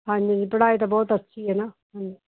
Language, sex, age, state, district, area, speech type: Punjabi, female, 45-60, Punjab, Hoshiarpur, urban, conversation